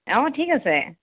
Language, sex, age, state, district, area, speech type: Assamese, female, 30-45, Assam, Sonitpur, urban, conversation